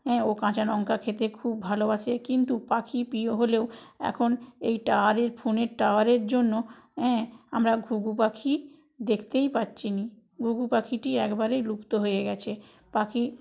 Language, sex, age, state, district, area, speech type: Bengali, female, 60+, West Bengal, Purba Medinipur, rural, spontaneous